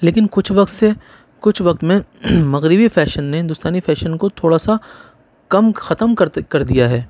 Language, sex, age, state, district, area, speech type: Urdu, male, 18-30, Delhi, Central Delhi, urban, spontaneous